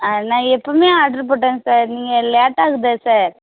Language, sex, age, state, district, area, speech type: Tamil, female, 30-45, Tamil Nadu, Tirunelveli, urban, conversation